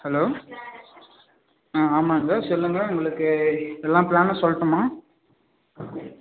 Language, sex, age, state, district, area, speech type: Tamil, male, 18-30, Tamil Nadu, Vellore, rural, conversation